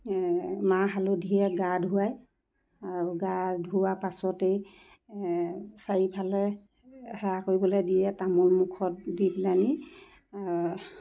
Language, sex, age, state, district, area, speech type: Assamese, female, 60+, Assam, Lakhimpur, urban, spontaneous